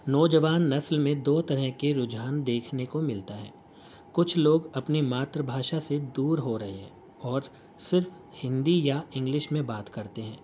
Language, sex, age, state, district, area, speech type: Urdu, male, 45-60, Uttar Pradesh, Gautam Buddha Nagar, urban, spontaneous